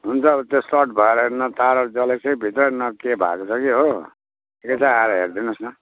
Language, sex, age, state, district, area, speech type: Nepali, male, 60+, West Bengal, Darjeeling, rural, conversation